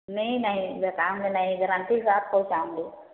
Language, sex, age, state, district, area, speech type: Hindi, female, 30-45, Uttar Pradesh, Prayagraj, rural, conversation